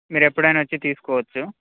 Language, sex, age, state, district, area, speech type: Telugu, male, 18-30, Telangana, Khammam, urban, conversation